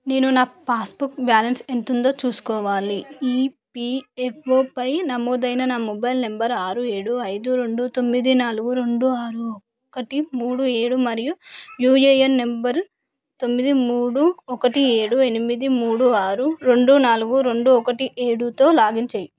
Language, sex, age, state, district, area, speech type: Telugu, female, 18-30, Telangana, Vikarabad, rural, read